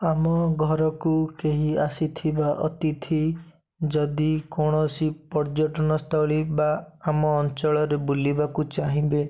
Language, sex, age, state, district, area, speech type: Odia, male, 30-45, Odisha, Bhadrak, rural, spontaneous